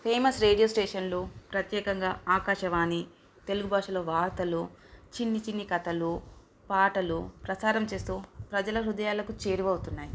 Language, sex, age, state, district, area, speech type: Telugu, female, 30-45, Telangana, Nagarkurnool, urban, spontaneous